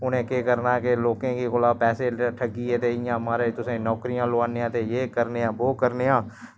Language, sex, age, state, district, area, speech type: Dogri, male, 30-45, Jammu and Kashmir, Samba, rural, spontaneous